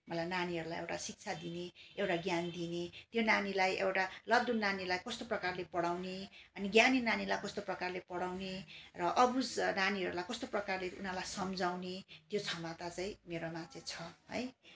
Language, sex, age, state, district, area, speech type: Nepali, female, 45-60, West Bengal, Darjeeling, rural, spontaneous